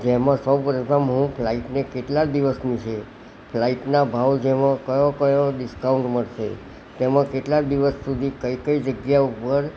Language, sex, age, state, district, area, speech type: Gujarati, male, 60+, Gujarat, Kheda, rural, spontaneous